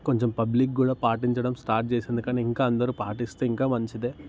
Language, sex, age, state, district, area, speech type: Telugu, male, 18-30, Telangana, Ranga Reddy, urban, spontaneous